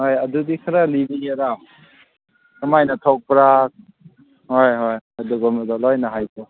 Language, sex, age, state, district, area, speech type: Manipuri, male, 18-30, Manipur, Kangpokpi, urban, conversation